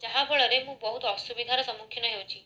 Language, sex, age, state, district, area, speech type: Odia, female, 18-30, Odisha, Cuttack, urban, spontaneous